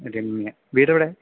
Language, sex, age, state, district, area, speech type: Malayalam, male, 18-30, Kerala, Idukki, rural, conversation